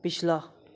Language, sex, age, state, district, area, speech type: Dogri, male, 18-30, Jammu and Kashmir, Reasi, rural, read